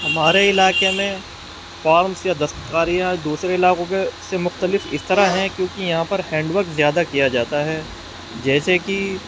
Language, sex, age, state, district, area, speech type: Urdu, male, 45-60, Uttar Pradesh, Muzaffarnagar, urban, spontaneous